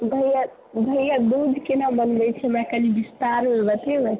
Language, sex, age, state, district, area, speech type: Maithili, female, 18-30, Bihar, Samastipur, urban, conversation